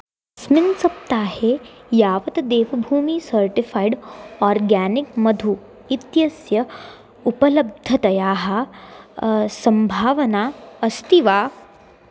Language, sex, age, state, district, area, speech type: Sanskrit, female, 18-30, Maharashtra, Nagpur, urban, read